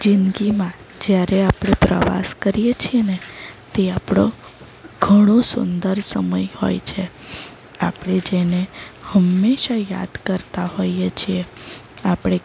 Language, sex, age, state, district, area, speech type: Gujarati, female, 30-45, Gujarat, Valsad, urban, spontaneous